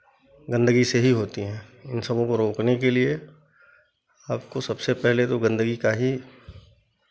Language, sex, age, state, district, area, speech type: Hindi, male, 45-60, Uttar Pradesh, Chandauli, urban, spontaneous